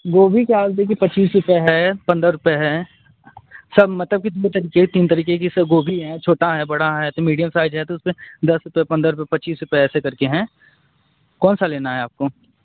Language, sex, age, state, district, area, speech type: Hindi, male, 18-30, Uttar Pradesh, Mirzapur, rural, conversation